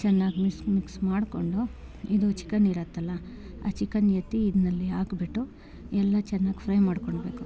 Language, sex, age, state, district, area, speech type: Kannada, female, 30-45, Karnataka, Bangalore Rural, rural, spontaneous